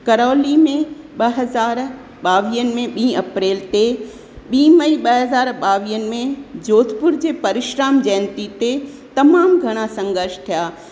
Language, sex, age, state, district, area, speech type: Sindhi, female, 60+, Rajasthan, Ajmer, urban, spontaneous